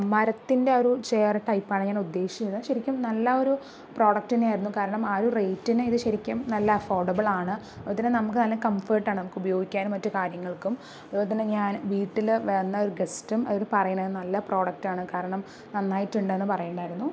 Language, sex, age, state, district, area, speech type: Malayalam, female, 45-60, Kerala, Palakkad, rural, spontaneous